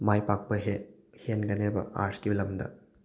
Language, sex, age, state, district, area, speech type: Manipuri, male, 18-30, Manipur, Thoubal, rural, spontaneous